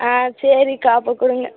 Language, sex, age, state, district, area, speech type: Tamil, female, 18-30, Tamil Nadu, Madurai, urban, conversation